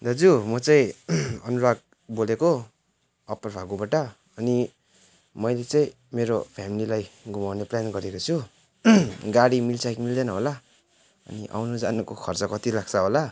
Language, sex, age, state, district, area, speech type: Nepali, male, 18-30, West Bengal, Jalpaiguri, urban, spontaneous